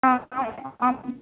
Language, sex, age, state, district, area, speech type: Sanskrit, female, 18-30, Kerala, Thrissur, urban, conversation